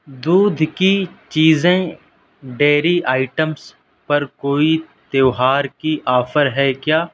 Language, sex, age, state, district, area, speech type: Urdu, male, 18-30, Delhi, South Delhi, urban, read